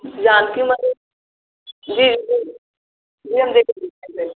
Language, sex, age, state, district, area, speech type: Maithili, male, 18-30, Bihar, Sitamarhi, rural, conversation